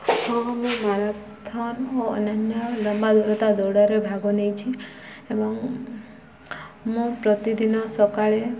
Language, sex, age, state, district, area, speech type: Odia, female, 18-30, Odisha, Subarnapur, urban, spontaneous